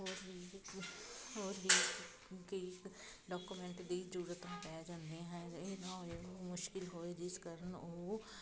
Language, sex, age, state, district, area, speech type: Punjabi, female, 30-45, Punjab, Jalandhar, urban, spontaneous